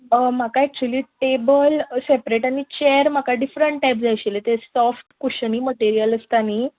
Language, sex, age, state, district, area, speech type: Goan Konkani, female, 18-30, Goa, Ponda, rural, conversation